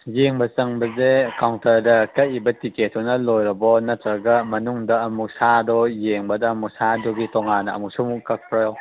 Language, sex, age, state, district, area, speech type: Manipuri, male, 18-30, Manipur, Kangpokpi, urban, conversation